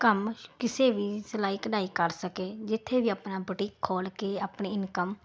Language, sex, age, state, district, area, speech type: Punjabi, female, 30-45, Punjab, Ludhiana, urban, spontaneous